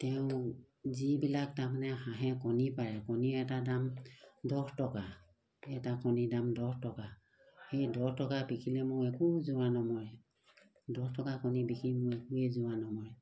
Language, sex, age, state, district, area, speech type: Assamese, female, 60+, Assam, Charaideo, rural, spontaneous